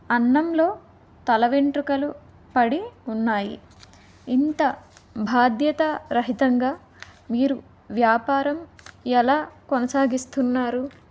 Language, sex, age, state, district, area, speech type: Telugu, female, 18-30, Andhra Pradesh, Vizianagaram, rural, spontaneous